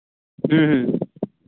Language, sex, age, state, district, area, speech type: Santali, male, 18-30, Jharkhand, Seraikela Kharsawan, rural, conversation